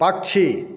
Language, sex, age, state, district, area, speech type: Maithili, male, 30-45, Bihar, Darbhanga, rural, read